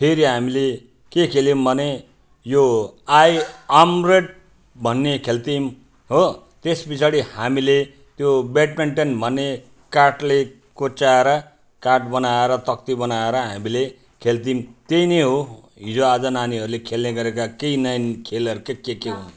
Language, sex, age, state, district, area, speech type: Nepali, male, 45-60, West Bengal, Jalpaiguri, rural, spontaneous